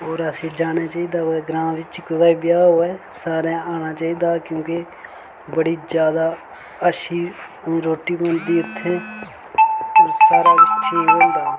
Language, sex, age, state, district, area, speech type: Dogri, male, 18-30, Jammu and Kashmir, Reasi, rural, spontaneous